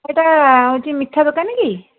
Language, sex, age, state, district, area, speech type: Odia, female, 30-45, Odisha, Cuttack, urban, conversation